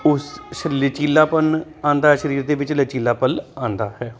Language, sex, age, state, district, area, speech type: Punjabi, male, 30-45, Punjab, Jalandhar, urban, spontaneous